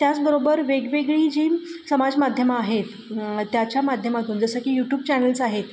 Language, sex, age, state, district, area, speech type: Marathi, female, 30-45, Maharashtra, Satara, urban, spontaneous